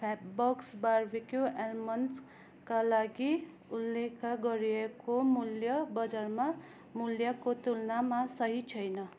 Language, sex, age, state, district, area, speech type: Nepali, female, 18-30, West Bengal, Darjeeling, rural, read